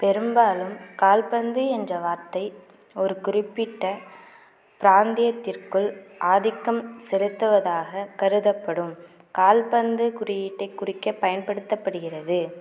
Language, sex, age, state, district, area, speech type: Tamil, female, 45-60, Tamil Nadu, Mayiladuthurai, rural, read